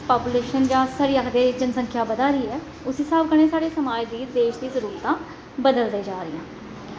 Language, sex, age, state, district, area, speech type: Dogri, female, 30-45, Jammu and Kashmir, Jammu, urban, spontaneous